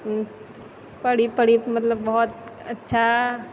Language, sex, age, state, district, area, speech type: Maithili, female, 18-30, Bihar, Purnia, rural, spontaneous